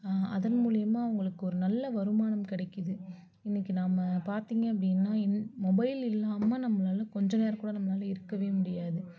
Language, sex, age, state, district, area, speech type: Tamil, female, 18-30, Tamil Nadu, Nagapattinam, rural, spontaneous